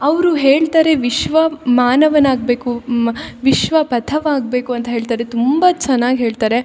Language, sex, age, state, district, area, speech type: Kannada, female, 18-30, Karnataka, Chikkamagaluru, rural, spontaneous